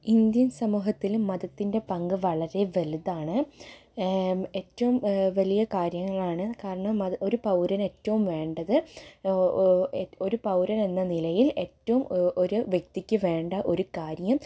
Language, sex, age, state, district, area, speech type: Malayalam, female, 18-30, Kerala, Wayanad, rural, spontaneous